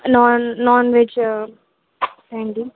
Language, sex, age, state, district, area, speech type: Telugu, female, 18-30, Telangana, Nalgonda, urban, conversation